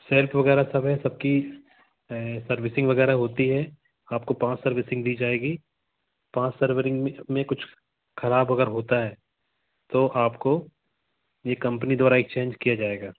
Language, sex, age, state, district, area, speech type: Hindi, male, 30-45, Madhya Pradesh, Katni, urban, conversation